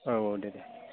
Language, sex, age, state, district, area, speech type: Bodo, male, 18-30, Assam, Baksa, rural, conversation